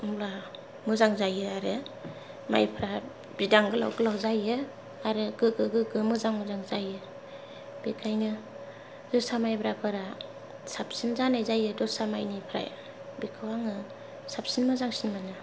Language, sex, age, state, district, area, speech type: Bodo, female, 18-30, Assam, Kokrajhar, rural, spontaneous